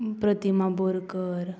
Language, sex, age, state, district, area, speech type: Goan Konkani, female, 18-30, Goa, Murmgao, rural, spontaneous